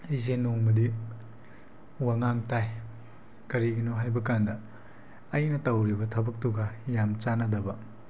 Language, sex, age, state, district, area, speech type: Manipuri, male, 18-30, Manipur, Tengnoupal, rural, spontaneous